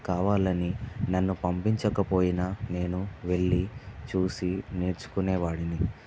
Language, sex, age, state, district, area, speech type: Telugu, male, 18-30, Telangana, Vikarabad, urban, spontaneous